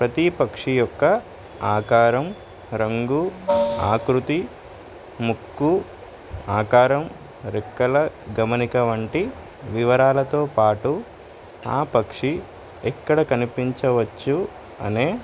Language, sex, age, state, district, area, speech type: Telugu, male, 18-30, Telangana, Suryapet, urban, spontaneous